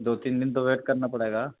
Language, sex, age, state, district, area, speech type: Urdu, male, 30-45, Uttar Pradesh, Gautam Buddha Nagar, urban, conversation